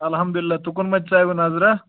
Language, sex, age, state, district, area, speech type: Kashmiri, male, 18-30, Jammu and Kashmir, Kulgam, urban, conversation